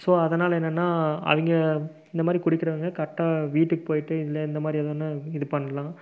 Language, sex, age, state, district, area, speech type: Tamil, male, 30-45, Tamil Nadu, Erode, rural, spontaneous